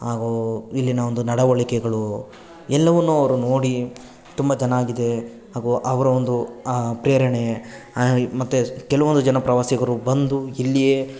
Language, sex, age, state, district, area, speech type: Kannada, male, 18-30, Karnataka, Bangalore Rural, rural, spontaneous